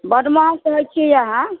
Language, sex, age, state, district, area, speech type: Maithili, female, 45-60, Bihar, Sitamarhi, urban, conversation